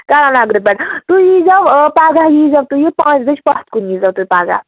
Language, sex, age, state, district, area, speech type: Kashmiri, female, 30-45, Jammu and Kashmir, Bandipora, rural, conversation